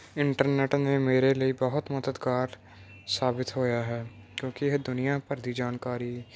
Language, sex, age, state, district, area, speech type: Punjabi, male, 18-30, Punjab, Moga, rural, spontaneous